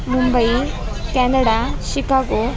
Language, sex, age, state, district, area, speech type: Marathi, female, 18-30, Maharashtra, Sindhudurg, rural, spontaneous